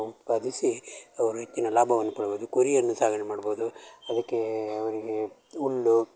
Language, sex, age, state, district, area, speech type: Kannada, male, 60+, Karnataka, Shimoga, rural, spontaneous